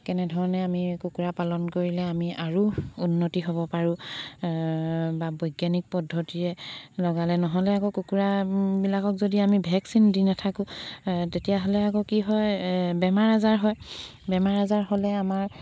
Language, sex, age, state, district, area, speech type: Assamese, female, 30-45, Assam, Charaideo, rural, spontaneous